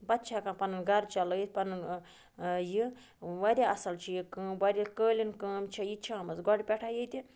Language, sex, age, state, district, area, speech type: Kashmiri, female, 30-45, Jammu and Kashmir, Budgam, rural, spontaneous